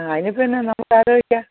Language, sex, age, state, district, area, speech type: Malayalam, female, 60+, Kerala, Thiruvananthapuram, urban, conversation